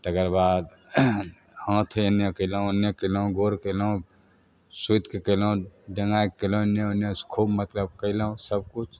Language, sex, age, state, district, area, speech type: Maithili, male, 45-60, Bihar, Begusarai, rural, spontaneous